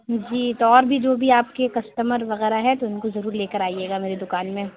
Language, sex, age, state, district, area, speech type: Urdu, female, 60+, Uttar Pradesh, Lucknow, urban, conversation